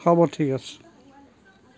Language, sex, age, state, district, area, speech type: Assamese, male, 45-60, Assam, Sivasagar, rural, spontaneous